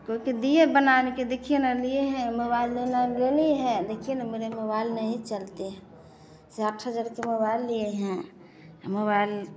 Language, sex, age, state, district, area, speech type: Hindi, female, 30-45, Bihar, Vaishali, rural, spontaneous